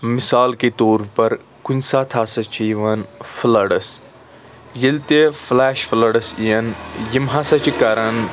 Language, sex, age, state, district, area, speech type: Kashmiri, male, 30-45, Jammu and Kashmir, Anantnag, rural, spontaneous